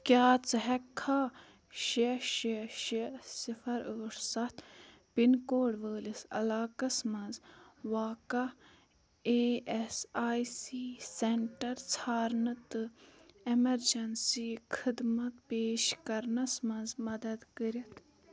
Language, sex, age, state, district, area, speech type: Kashmiri, female, 45-60, Jammu and Kashmir, Budgam, rural, read